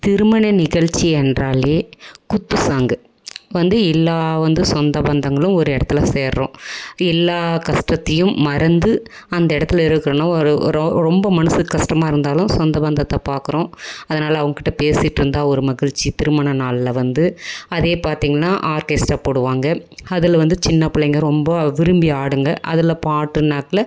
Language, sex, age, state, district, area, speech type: Tamil, female, 45-60, Tamil Nadu, Dharmapuri, rural, spontaneous